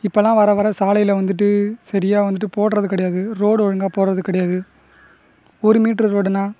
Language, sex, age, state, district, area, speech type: Tamil, male, 18-30, Tamil Nadu, Cuddalore, rural, spontaneous